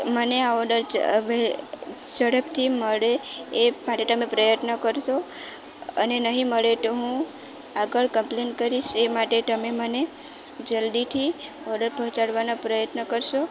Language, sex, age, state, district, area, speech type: Gujarati, female, 18-30, Gujarat, Valsad, rural, spontaneous